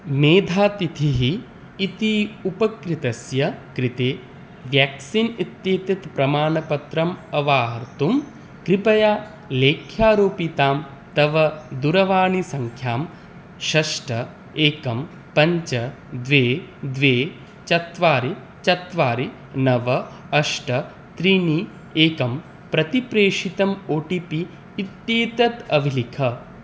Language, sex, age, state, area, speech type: Sanskrit, male, 18-30, Tripura, rural, read